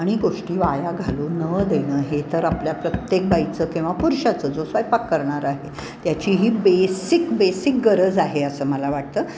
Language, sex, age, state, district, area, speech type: Marathi, female, 60+, Maharashtra, Pune, urban, spontaneous